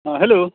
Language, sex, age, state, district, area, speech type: Maithili, male, 45-60, Bihar, Muzaffarpur, urban, conversation